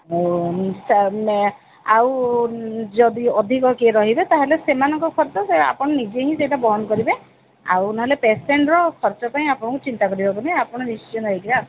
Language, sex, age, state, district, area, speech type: Odia, female, 45-60, Odisha, Sundergarh, urban, conversation